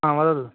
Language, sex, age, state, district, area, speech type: Sanskrit, male, 18-30, Kerala, Thiruvananthapuram, urban, conversation